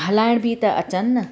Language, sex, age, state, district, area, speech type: Sindhi, female, 45-60, Rajasthan, Ajmer, rural, spontaneous